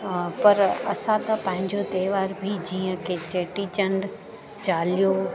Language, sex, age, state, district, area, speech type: Sindhi, female, 30-45, Gujarat, Junagadh, urban, spontaneous